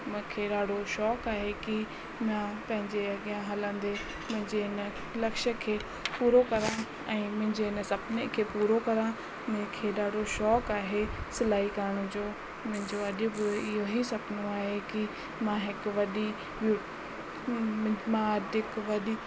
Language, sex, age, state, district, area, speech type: Sindhi, female, 30-45, Rajasthan, Ajmer, urban, spontaneous